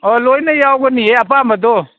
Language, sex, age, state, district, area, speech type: Manipuri, male, 45-60, Manipur, Kangpokpi, urban, conversation